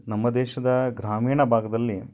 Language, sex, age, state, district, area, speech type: Kannada, male, 30-45, Karnataka, Chitradurga, rural, spontaneous